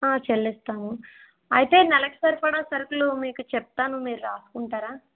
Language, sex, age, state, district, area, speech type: Telugu, female, 45-60, Andhra Pradesh, East Godavari, rural, conversation